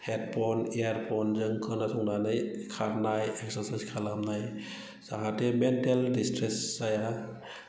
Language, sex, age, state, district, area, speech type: Bodo, male, 30-45, Assam, Udalguri, rural, spontaneous